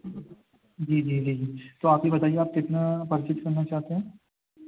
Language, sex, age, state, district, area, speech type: Urdu, male, 18-30, Delhi, Central Delhi, urban, conversation